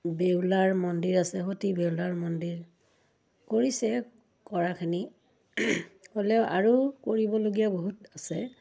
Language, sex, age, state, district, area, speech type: Assamese, female, 60+, Assam, Udalguri, rural, spontaneous